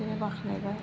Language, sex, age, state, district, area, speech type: Bodo, female, 60+, Assam, Chirang, rural, spontaneous